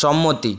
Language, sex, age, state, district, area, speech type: Bengali, male, 30-45, West Bengal, Paschim Bardhaman, rural, read